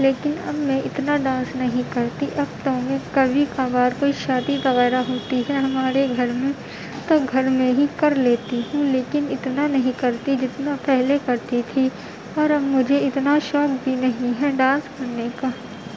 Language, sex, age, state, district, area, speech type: Urdu, female, 18-30, Uttar Pradesh, Gautam Buddha Nagar, urban, spontaneous